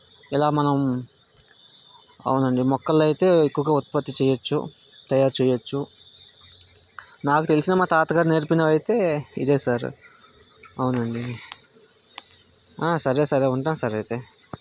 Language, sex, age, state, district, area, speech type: Telugu, male, 60+, Andhra Pradesh, Vizianagaram, rural, spontaneous